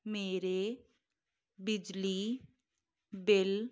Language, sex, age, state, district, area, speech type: Punjabi, female, 18-30, Punjab, Muktsar, urban, read